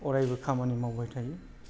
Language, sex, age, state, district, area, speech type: Bodo, male, 60+, Assam, Kokrajhar, rural, spontaneous